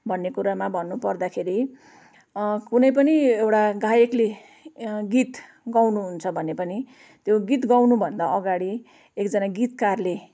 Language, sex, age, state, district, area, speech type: Nepali, female, 45-60, West Bengal, Jalpaiguri, urban, spontaneous